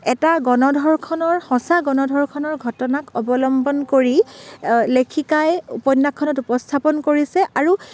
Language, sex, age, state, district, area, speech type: Assamese, female, 18-30, Assam, Dibrugarh, rural, spontaneous